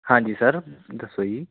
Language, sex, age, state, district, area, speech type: Punjabi, male, 18-30, Punjab, Muktsar, urban, conversation